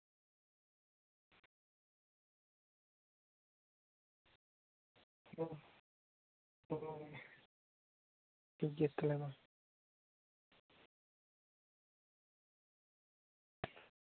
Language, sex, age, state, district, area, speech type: Santali, female, 18-30, West Bengal, Jhargram, rural, conversation